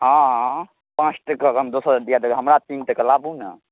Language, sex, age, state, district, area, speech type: Maithili, male, 18-30, Bihar, Saharsa, rural, conversation